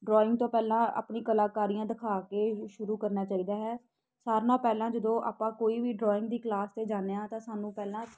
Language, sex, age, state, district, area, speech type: Punjabi, female, 18-30, Punjab, Ludhiana, urban, spontaneous